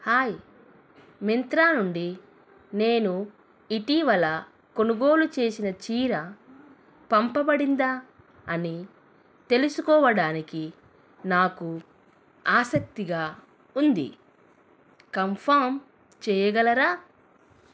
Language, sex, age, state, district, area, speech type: Telugu, female, 30-45, Andhra Pradesh, Krishna, urban, read